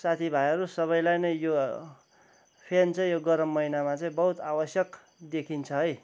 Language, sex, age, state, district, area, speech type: Nepali, male, 30-45, West Bengal, Kalimpong, rural, spontaneous